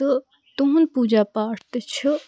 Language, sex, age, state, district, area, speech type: Kashmiri, female, 18-30, Jammu and Kashmir, Kupwara, rural, spontaneous